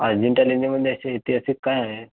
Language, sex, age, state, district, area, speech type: Marathi, male, 18-30, Maharashtra, Buldhana, rural, conversation